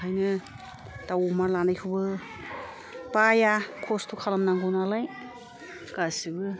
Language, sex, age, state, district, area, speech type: Bodo, female, 60+, Assam, Kokrajhar, rural, spontaneous